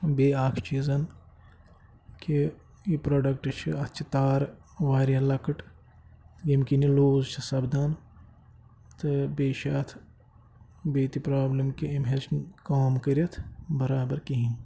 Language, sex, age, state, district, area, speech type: Kashmiri, male, 18-30, Jammu and Kashmir, Pulwama, rural, spontaneous